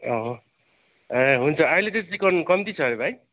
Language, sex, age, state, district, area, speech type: Nepali, male, 45-60, West Bengal, Darjeeling, rural, conversation